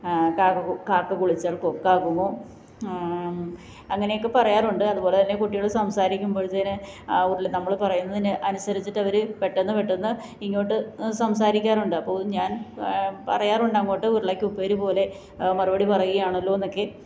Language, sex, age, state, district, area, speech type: Malayalam, female, 30-45, Kerala, Alappuzha, rural, spontaneous